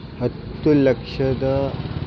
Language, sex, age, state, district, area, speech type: Kannada, male, 30-45, Karnataka, Shimoga, rural, spontaneous